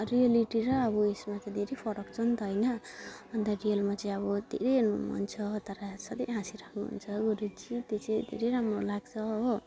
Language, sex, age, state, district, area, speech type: Nepali, female, 18-30, West Bengal, Alipurduar, urban, spontaneous